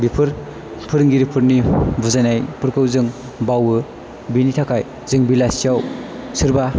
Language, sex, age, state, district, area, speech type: Bodo, male, 18-30, Assam, Chirang, urban, spontaneous